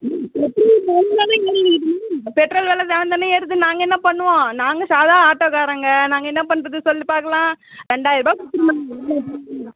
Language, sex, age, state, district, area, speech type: Tamil, female, 30-45, Tamil Nadu, Vellore, urban, conversation